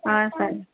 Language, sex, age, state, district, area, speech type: Odia, female, 30-45, Odisha, Ganjam, urban, conversation